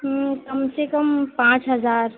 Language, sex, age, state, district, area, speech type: Urdu, female, 60+, Uttar Pradesh, Lucknow, urban, conversation